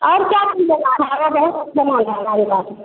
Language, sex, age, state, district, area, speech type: Hindi, female, 60+, Bihar, Begusarai, rural, conversation